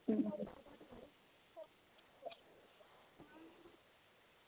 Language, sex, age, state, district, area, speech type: Dogri, female, 45-60, Jammu and Kashmir, Samba, rural, conversation